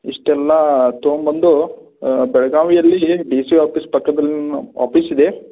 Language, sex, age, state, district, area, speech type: Kannada, male, 30-45, Karnataka, Belgaum, rural, conversation